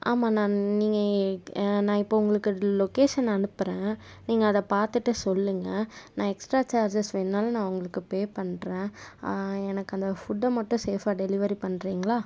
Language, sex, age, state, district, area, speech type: Tamil, female, 18-30, Tamil Nadu, Tiruppur, rural, spontaneous